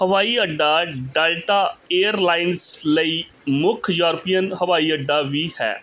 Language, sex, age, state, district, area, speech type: Punjabi, male, 30-45, Punjab, Gurdaspur, urban, read